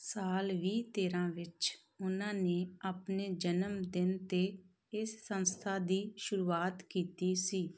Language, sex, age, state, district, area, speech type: Punjabi, female, 30-45, Punjab, Tarn Taran, rural, read